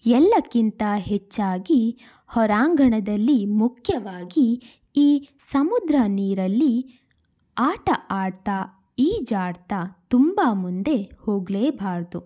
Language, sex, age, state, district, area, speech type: Kannada, female, 18-30, Karnataka, Shimoga, rural, spontaneous